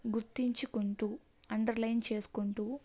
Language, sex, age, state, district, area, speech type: Telugu, female, 18-30, Andhra Pradesh, Kadapa, rural, spontaneous